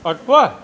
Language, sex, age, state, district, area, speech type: Gujarati, male, 60+, Gujarat, Junagadh, rural, spontaneous